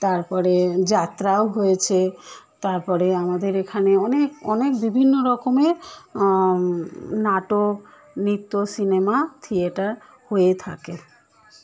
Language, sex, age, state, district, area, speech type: Bengali, female, 30-45, West Bengal, Kolkata, urban, spontaneous